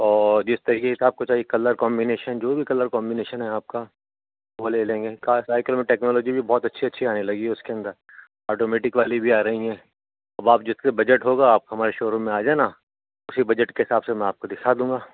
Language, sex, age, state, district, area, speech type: Urdu, male, 45-60, Uttar Pradesh, Rampur, urban, conversation